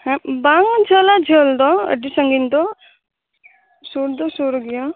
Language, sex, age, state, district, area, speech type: Santali, female, 18-30, West Bengal, Birbhum, rural, conversation